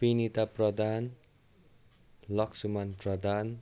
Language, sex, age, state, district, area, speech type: Nepali, male, 45-60, West Bengal, Darjeeling, rural, spontaneous